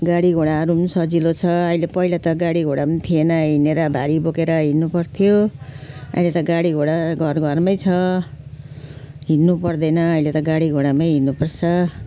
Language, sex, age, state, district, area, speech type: Nepali, female, 60+, West Bengal, Jalpaiguri, urban, spontaneous